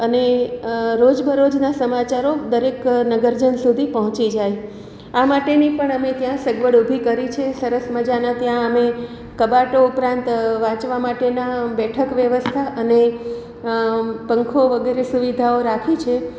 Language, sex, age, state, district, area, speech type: Gujarati, female, 45-60, Gujarat, Surat, rural, spontaneous